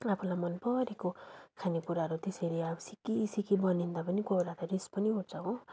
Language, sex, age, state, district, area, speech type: Nepali, female, 30-45, West Bengal, Darjeeling, rural, spontaneous